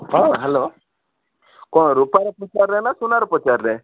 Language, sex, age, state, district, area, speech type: Odia, male, 30-45, Odisha, Malkangiri, urban, conversation